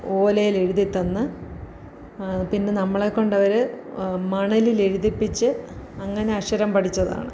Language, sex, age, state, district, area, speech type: Malayalam, female, 30-45, Kerala, Pathanamthitta, rural, spontaneous